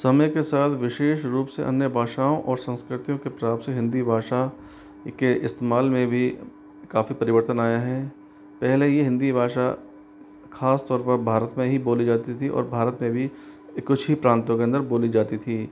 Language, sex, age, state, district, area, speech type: Hindi, female, 45-60, Rajasthan, Jaipur, urban, spontaneous